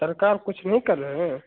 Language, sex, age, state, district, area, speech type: Hindi, male, 18-30, Bihar, Begusarai, rural, conversation